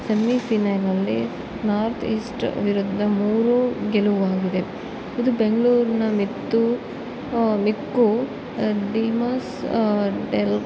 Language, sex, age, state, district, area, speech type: Kannada, female, 18-30, Karnataka, Bellary, rural, spontaneous